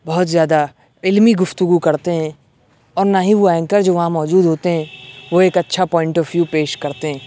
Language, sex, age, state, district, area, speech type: Urdu, male, 30-45, Uttar Pradesh, Aligarh, rural, spontaneous